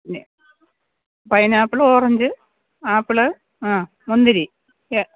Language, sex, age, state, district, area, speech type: Malayalam, female, 60+, Kerala, Thiruvananthapuram, urban, conversation